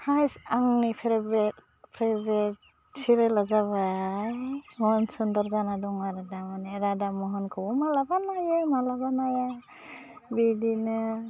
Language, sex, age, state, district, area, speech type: Bodo, female, 30-45, Assam, Udalguri, urban, spontaneous